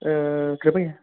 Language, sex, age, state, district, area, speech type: Sanskrit, male, 18-30, Karnataka, Dakshina Kannada, rural, conversation